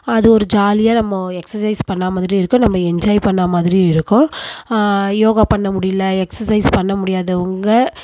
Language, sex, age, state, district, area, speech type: Tamil, female, 30-45, Tamil Nadu, Tiruvannamalai, rural, spontaneous